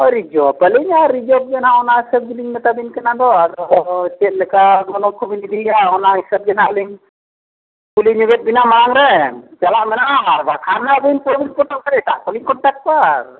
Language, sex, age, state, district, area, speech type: Santali, male, 45-60, Odisha, Mayurbhanj, rural, conversation